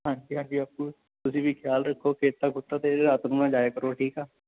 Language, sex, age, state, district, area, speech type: Punjabi, male, 18-30, Punjab, Bathinda, urban, conversation